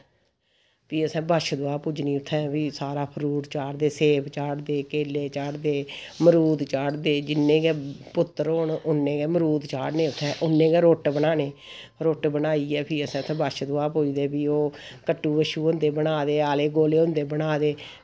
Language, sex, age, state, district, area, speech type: Dogri, female, 45-60, Jammu and Kashmir, Samba, rural, spontaneous